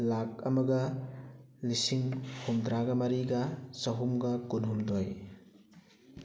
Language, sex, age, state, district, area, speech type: Manipuri, male, 30-45, Manipur, Thoubal, rural, spontaneous